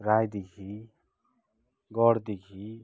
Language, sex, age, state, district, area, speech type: Santali, male, 30-45, West Bengal, Dakshin Dinajpur, rural, spontaneous